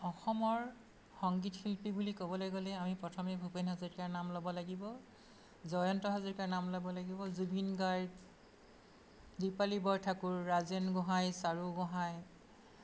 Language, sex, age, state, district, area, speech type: Assamese, female, 60+, Assam, Charaideo, urban, spontaneous